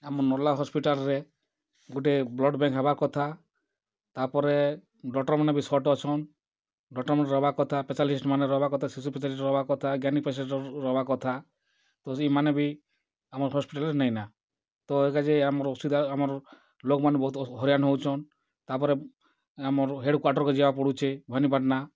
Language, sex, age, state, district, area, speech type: Odia, male, 45-60, Odisha, Kalahandi, rural, spontaneous